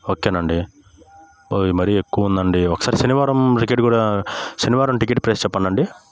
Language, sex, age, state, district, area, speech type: Telugu, male, 18-30, Andhra Pradesh, Bapatla, urban, spontaneous